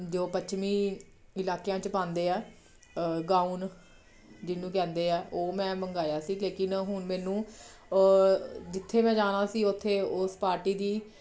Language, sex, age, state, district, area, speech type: Punjabi, female, 30-45, Punjab, Jalandhar, urban, spontaneous